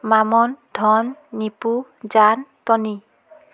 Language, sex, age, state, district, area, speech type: Assamese, female, 45-60, Assam, Biswanath, rural, spontaneous